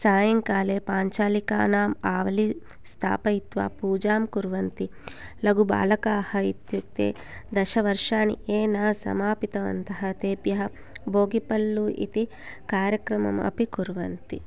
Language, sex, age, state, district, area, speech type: Sanskrit, female, 30-45, Telangana, Hyderabad, rural, spontaneous